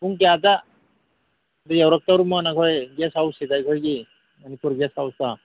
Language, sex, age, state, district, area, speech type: Manipuri, male, 45-60, Manipur, Imphal East, rural, conversation